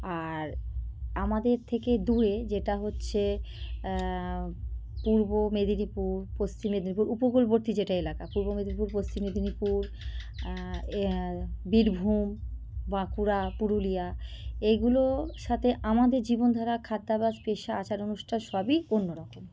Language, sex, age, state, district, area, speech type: Bengali, female, 30-45, West Bengal, North 24 Parganas, urban, spontaneous